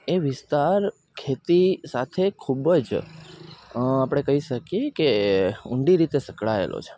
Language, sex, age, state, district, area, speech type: Gujarati, male, 18-30, Gujarat, Rajkot, urban, spontaneous